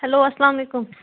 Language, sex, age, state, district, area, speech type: Kashmiri, female, 30-45, Jammu and Kashmir, Budgam, rural, conversation